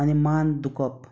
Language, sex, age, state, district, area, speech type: Goan Konkani, male, 30-45, Goa, Canacona, rural, spontaneous